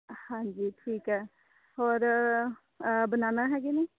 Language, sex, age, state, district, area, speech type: Punjabi, female, 30-45, Punjab, Shaheed Bhagat Singh Nagar, urban, conversation